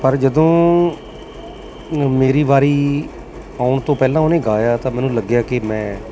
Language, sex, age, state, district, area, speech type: Punjabi, male, 45-60, Punjab, Mansa, urban, spontaneous